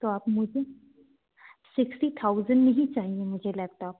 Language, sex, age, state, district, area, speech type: Hindi, female, 30-45, Madhya Pradesh, Betul, urban, conversation